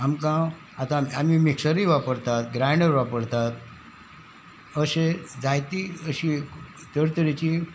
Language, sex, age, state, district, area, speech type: Goan Konkani, male, 60+, Goa, Salcete, rural, spontaneous